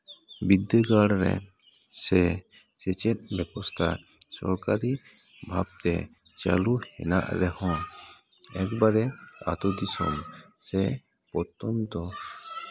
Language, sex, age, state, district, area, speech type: Santali, male, 30-45, West Bengal, Paschim Bardhaman, urban, spontaneous